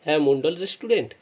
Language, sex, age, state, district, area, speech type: Bengali, male, 45-60, West Bengal, North 24 Parganas, urban, spontaneous